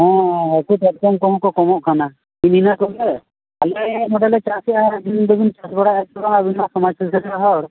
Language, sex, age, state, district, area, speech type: Santali, male, 45-60, Odisha, Mayurbhanj, rural, conversation